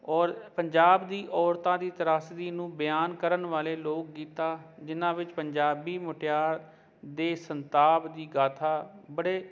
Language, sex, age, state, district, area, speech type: Punjabi, male, 30-45, Punjab, Jalandhar, urban, spontaneous